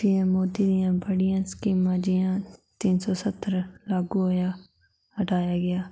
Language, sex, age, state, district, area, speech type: Dogri, female, 18-30, Jammu and Kashmir, Reasi, rural, spontaneous